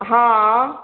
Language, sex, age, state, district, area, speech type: Maithili, female, 60+, Bihar, Sitamarhi, rural, conversation